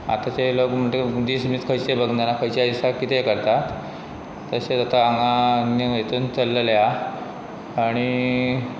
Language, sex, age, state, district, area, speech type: Goan Konkani, male, 45-60, Goa, Pernem, rural, spontaneous